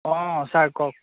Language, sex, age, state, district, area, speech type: Assamese, male, 18-30, Assam, Golaghat, rural, conversation